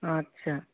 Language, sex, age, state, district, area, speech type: Bengali, female, 45-60, West Bengal, Kolkata, urban, conversation